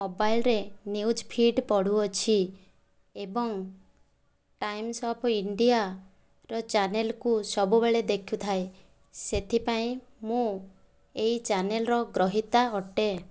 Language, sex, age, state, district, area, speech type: Odia, female, 18-30, Odisha, Kandhamal, rural, spontaneous